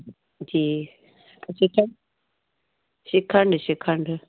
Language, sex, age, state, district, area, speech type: Sindhi, female, 60+, Gujarat, Surat, urban, conversation